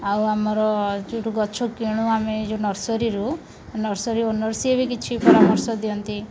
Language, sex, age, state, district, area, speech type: Odia, female, 30-45, Odisha, Rayagada, rural, spontaneous